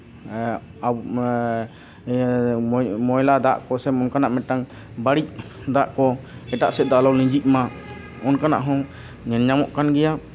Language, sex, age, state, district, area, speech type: Santali, male, 30-45, West Bengal, Jhargram, rural, spontaneous